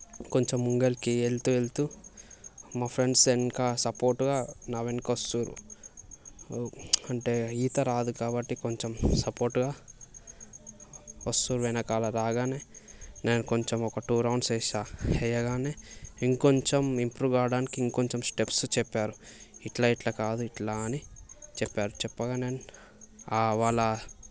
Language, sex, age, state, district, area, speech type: Telugu, male, 18-30, Telangana, Vikarabad, urban, spontaneous